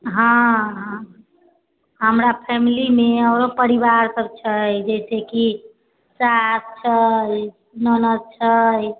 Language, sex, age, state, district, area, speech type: Maithili, female, 30-45, Bihar, Sitamarhi, rural, conversation